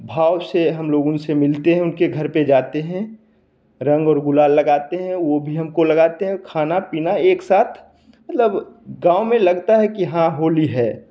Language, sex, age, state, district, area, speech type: Hindi, male, 30-45, Bihar, Begusarai, rural, spontaneous